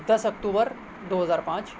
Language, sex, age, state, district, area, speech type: Urdu, male, 30-45, Delhi, North West Delhi, urban, spontaneous